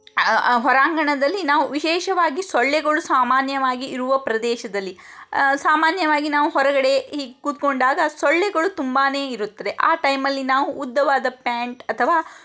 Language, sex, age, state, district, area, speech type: Kannada, female, 60+, Karnataka, Shimoga, rural, spontaneous